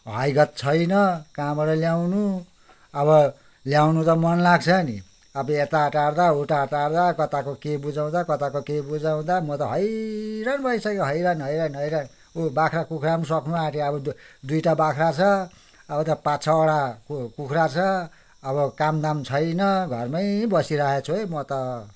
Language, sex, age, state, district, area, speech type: Nepali, male, 60+, West Bengal, Kalimpong, rural, spontaneous